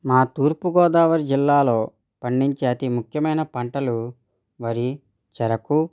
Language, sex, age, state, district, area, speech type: Telugu, male, 30-45, Andhra Pradesh, East Godavari, rural, spontaneous